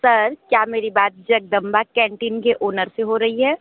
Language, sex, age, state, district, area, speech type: Hindi, female, 30-45, Uttar Pradesh, Sonbhadra, rural, conversation